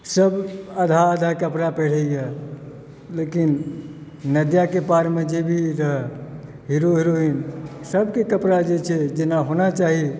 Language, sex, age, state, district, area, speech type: Maithili, male, 30-45, Bihar, Supaul, rural, spontaneous